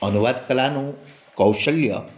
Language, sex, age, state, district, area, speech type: Gujarati, male, 45-60, Gujarat, Amreli, urban, spontaneous